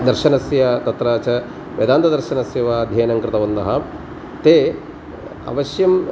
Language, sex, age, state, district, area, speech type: Sanskrit, male, 45-60, Kerala, Kottayam, rural, spontaneous